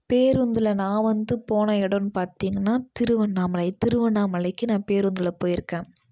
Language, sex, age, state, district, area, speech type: Tamil, female, 18-30, Tamil Nadu, Kallakurichi, urban, spontaneous